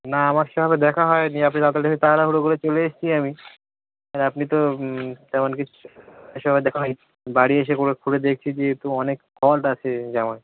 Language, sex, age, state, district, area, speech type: Bengali, male, 18-30, West Bengal, Birbhum, urban, conversation